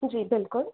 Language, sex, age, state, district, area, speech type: Sindhi, female, 18-30, Uttar Pradesh, Lucknow, urban, conversation